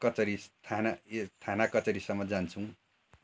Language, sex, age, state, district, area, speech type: Nepali, male, 60+, West Bengal, Darjeeling, rural, spontaneous